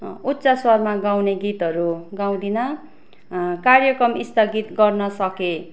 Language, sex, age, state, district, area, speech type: Nepali, female, 30-45, West Bengal, Darjeeling, rural, spontaneous